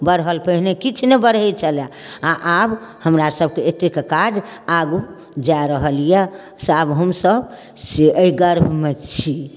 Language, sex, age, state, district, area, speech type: Maithili, female, 60+, Bihar, Darbhanga, urban, spontaneous